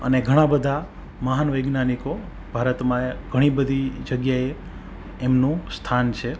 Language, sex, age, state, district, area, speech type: Gujarati, male, 30-45, Gujarat, Rajkot, urban, spontaneous